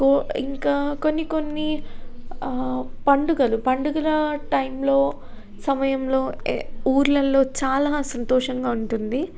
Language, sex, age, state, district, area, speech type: Telugu, female, 18-30, Telangana, Jagtial, rural, spontaneous